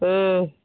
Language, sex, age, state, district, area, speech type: Maithili, female, 60+, Bihar, Saharsa, rural, conversation